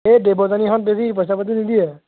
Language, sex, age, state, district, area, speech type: Assamese, male, 18-30, Assam, Biswanath, rural, conversation